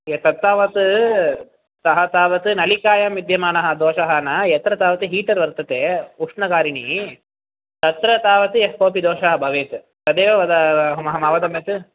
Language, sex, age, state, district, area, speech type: Sanskrit, male, 18-30, Tamil Nadu, Chennai, urban, conversation